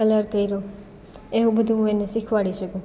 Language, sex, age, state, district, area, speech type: Gujarati, female, 18-30, Gujarat, Amreli, rural, spontaneous